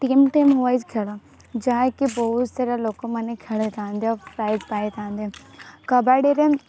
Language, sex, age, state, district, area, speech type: Odia, female, 18-30, Odisha, Rayagada, rural, spontaneous